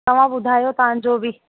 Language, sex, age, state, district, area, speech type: Sindhi, female, 18-30, Rajasthan, Ajmer, urban, conversation